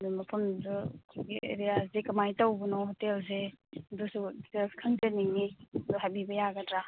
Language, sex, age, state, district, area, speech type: Manipuri, female, 45-60, Manipur, Imphal East, rural, conversation